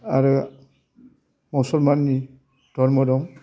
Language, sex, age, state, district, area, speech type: Bodo, male, 60+, Assam, Baksa, rural, spontaneous